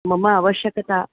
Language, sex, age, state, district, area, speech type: Sanskrit, female, 45-60, Maharashtra, Nagpur, urban, conversation